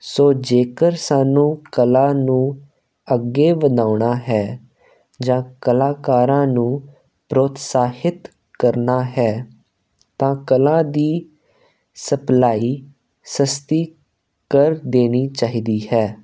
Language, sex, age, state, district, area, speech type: Punjabi, male, 18-30, Punjab, Kapurthala, urban, spontaneous